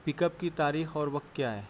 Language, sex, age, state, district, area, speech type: Urdu, male, 30-45, Uttar Pradesh, Azamgarh, rural, spontaneous